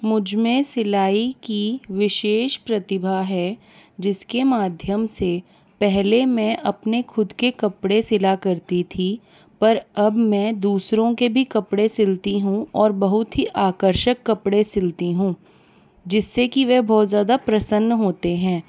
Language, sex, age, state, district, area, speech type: Hindi, female, 45-60, Rajasthan, Jaipur, urban, spontaneous